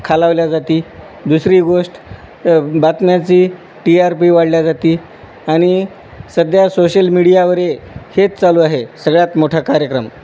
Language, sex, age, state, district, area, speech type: Marathi, male, 45-60, Maharashtra, Nanded, rural, spontaneous